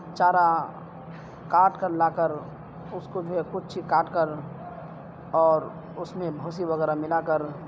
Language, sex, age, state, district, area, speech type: Urdu, male, 30-45, Bihar, Purnia, rural, spontaneous